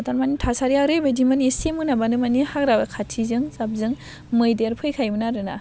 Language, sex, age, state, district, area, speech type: Bodo, female, 18-30, Assam, Baksa, rural, spontaneous